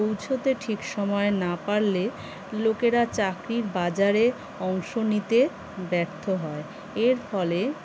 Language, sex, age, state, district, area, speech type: Bengali, female, 45-60, West Bengal, Kolkata, urban, spontaneous